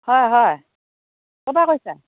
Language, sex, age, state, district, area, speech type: Assamese, female, 45-60, Assam, Dhemaji, urban, conversation